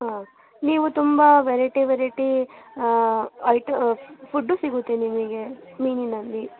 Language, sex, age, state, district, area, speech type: Kannada, female, 18-30, Karnataka, Davanagere, rural, conversation